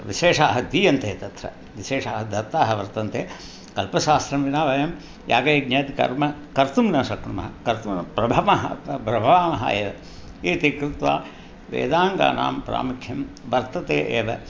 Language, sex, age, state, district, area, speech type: Sanskrit, male, 60+, Tamil Nadu, Thanjavur, urban, spontaneous